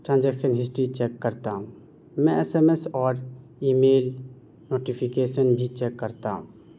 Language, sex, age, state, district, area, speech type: Urdu, male, 18-30, Bihar, Madhubani, rural, spontaneous